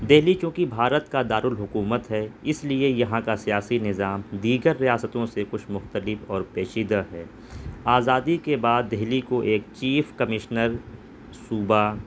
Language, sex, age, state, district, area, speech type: Urdu, male, 30-45, Delhi, North East Delhi, urban, spontaneous